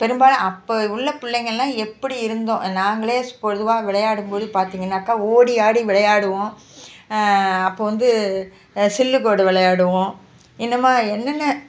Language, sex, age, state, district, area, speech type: Tamil, female, 60+, Tamil Nadu, Nagapattinam, urban, spontaneous